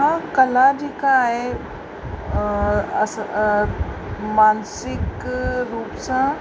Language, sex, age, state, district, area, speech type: Sindhi, female, 45-60, Uttar Pradesh, Lucknow, urban, spontaneous